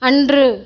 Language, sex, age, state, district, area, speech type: Tamil, female, 45-60, Tamil Nadu, Tiruchirappalli, rural, read